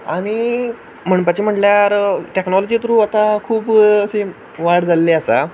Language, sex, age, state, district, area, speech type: Goan Konkani, male, 18-30, Goa, Quepem, rural, spontaneous